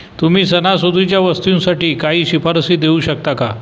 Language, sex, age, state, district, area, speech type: Marathi, male, 45-60, Maharashtra, Buldhana, rural, read